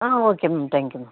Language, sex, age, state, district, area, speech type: Tamil, female, 45-60, Tamil Nadu, Nilgiris, rural, conversation